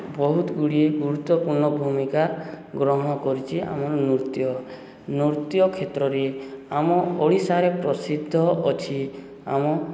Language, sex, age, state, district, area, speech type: Odia, male, 18-30, Odisha, Subarnapur, urban, spontaneous